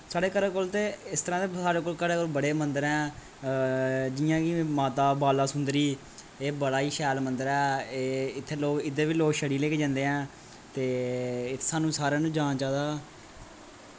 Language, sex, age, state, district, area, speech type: Dogri, male, 18-30, Jammu and Kashmir, Kathua, rural, spontaneous